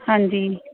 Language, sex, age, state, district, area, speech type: Punjabi, female, 30-45, Punjab, Mansa, urban, conversation